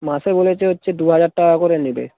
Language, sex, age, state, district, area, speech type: Bengali, male, 18-30, West Bengal, Hooghly, urban, conversation